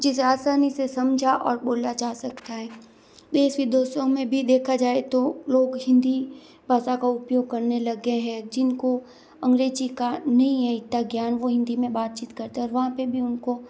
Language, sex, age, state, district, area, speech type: Hindi, female, 30-45, Rajasthan, Jodhpur, urban, spontaneous